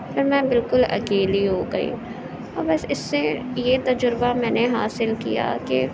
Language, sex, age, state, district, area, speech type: Urdu, female, 30-45, Uttar Pradesh, Aligarh, urban, spontaneous